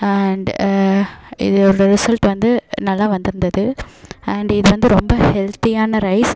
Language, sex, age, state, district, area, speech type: Tamil, female, 18-30, Tamil Nadu, Tiruchirappalli, rural, spontaneous